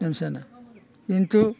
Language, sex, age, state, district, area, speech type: Bodo, male, 60+, Assam, Baksa, urban, spontaneous